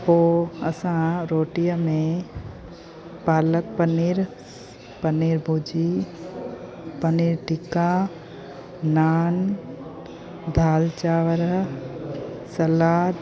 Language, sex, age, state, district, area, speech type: Sindhi, female, 30-45, Gujarat, Junagadh, rural, spontaneous